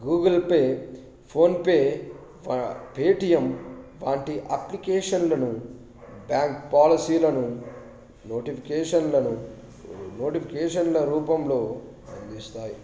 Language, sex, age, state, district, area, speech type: Telugu, male, 18-30, Telangana, Hanamkonda, urban, spontaneous